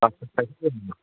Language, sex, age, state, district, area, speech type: Kashmiri, male, 30-45, Jammu and Kashmir, Srinagar, urban, conversation